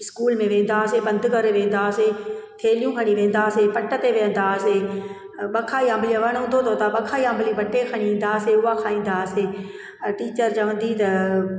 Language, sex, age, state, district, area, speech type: Sindhi, female, 45-60, Gujarat, Junagadh, urban, spontaneous